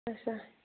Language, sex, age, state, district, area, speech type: Kashmiri, female, 30-45, Jammu and Kashmir, Bandipora, rural, conversation